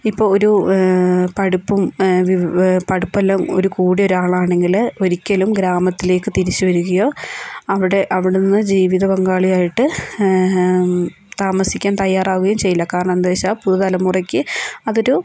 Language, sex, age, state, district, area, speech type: Malayalam, female, 45-60, Kerala, Wayanad, rural, spontaneous